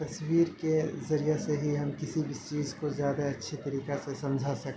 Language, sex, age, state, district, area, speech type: Urdu, male, 18-30, Bihar, Saharsa, rural, spontaneous